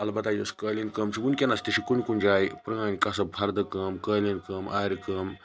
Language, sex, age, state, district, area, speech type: Kashmiri, male, 18-30, Jammu and Kashmir, Baramulla, rural, spontaneous